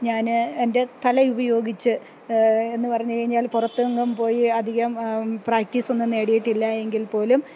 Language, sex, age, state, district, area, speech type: Malayalam, female, 60+, Kerala, Idukki, rural, spontaneous